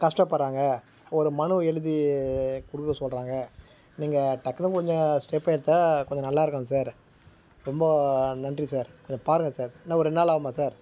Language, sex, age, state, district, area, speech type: Tamil, male, 45-60, Tamil Nadu, Tiruvannamalai, rural, spontaneous